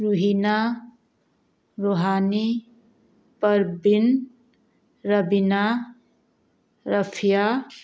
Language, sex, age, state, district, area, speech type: Manipuri, female, 45-60, Manipur, Tengnoupal, urban, spontaneous